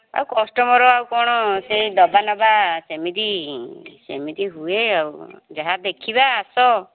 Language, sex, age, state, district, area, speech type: Odia, female, 45-60, Odisha, Angul, rural, conversation